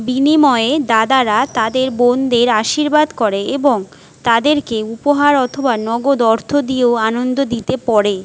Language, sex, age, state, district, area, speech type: Bengali, female, 45-60, West Bengal, Jhargram, rural, read